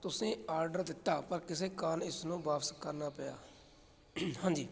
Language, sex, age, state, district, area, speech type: Punjabi, male, 30-45, Punjab, Fatehgarh Sahib, rural, spontaneous